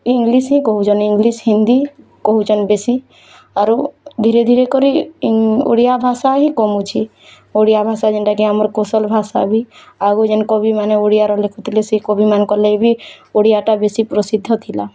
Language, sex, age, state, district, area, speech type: Odia, female, 18-30, Odisha, Bargarh, rural, spontaneous